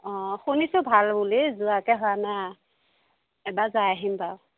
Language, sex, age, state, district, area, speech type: Assamese, female, 60+, Assam, Morigaon, rural, conversation